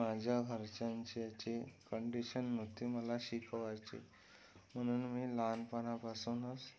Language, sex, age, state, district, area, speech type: Marathi, male, 18-30, Maharashtra, Amravati, urban, spontaneous